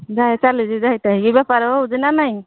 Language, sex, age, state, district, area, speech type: Odia, female, 45-60, Odisha, Angul, rural, conversation